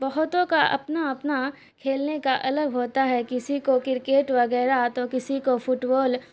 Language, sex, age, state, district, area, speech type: Urdu, female, 18-30, Bihar, Supaul, rural, spontaneous